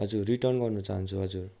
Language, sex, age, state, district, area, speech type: Nepali, male, 45-60, West Bengal, Darjeeling, rural, spontaneous